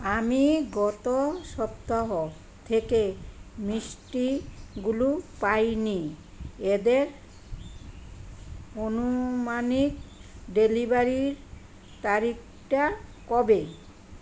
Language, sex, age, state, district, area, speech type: Bengali, female, 60+, West Bengal, Kolkata, urban, read